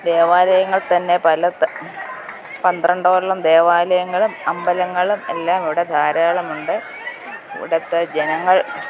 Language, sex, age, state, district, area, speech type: Malayalam, female, 45-60, Kerala, Kottayam, rural, spontaneous